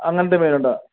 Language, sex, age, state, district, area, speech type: Malayalam, male, 18-30, Kerala, Idukki, rural, conversation